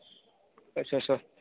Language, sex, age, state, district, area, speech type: Dogri, male, 18-30, Jammu and Kashmir, Udhampur, rural, conversation